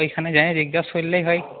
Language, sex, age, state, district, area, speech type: Bengali, male, 18-30, West Bengal, Purulia, urban, conversation